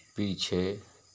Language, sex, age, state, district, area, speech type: Hindi, male, 60+, Madhya Pradesh, Seoni, urban, read